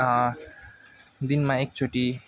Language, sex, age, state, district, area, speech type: Nepali, male, 18-30, West Bengal, Kalimpong, rural, spontaneous